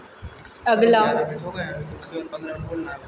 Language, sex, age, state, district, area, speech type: Hindi, female, 18-30, Madhya Pradesh, Hoshangabad, rural, read